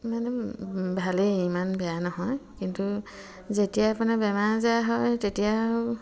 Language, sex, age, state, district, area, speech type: Assamese, female, 45-60, Assam, Dibrugarh, rural, spontaneous